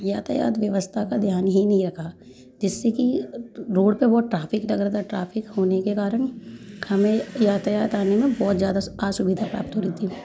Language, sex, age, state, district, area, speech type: Hindi, female, 30-45, Madhya Pradesh, Gwalior, rural, spontaneous